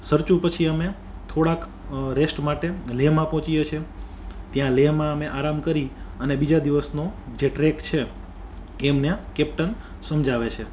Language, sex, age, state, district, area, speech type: Gujarati, male, 30-45, Gujarat, Rajkot, urban, spontaneous